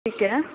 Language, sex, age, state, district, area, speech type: Punjabi, female, 18-30, Punjab, Amritsar, urban, conversation